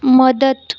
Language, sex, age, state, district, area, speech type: Marathi, female, 18-30, Maharashtra, Buldhana, rural, read